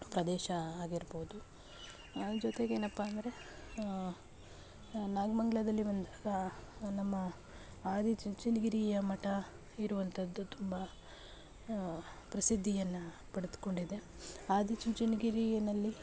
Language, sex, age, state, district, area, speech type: Kannada, female, 30-45, Karnataka, Mandya, urban, spontaneous